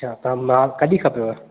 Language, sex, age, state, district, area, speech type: Sindhi, male, 30-45, Madhya Pradesh, Katni, rural, conversation